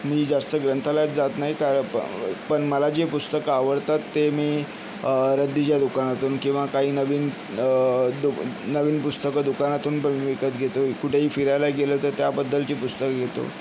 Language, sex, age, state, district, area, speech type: Marathi, male, 30-45, Maharashtra, Yavatmal, urban, spontaneous